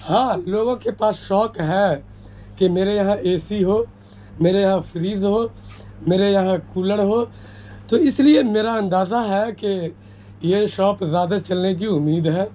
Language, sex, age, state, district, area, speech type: Urdu, male, 18-30, Bihar, Madhubani, rural, spontaneous